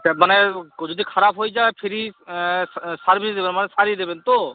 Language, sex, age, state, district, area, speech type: Bengali, male, 18-30, West Bengal, Uttar Dinajpur, rural, conversation